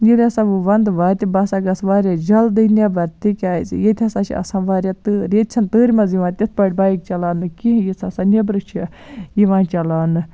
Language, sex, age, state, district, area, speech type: Kashmiri, female, 18-30, Jammu and Kashmir, Baramulla, rural, spontaneous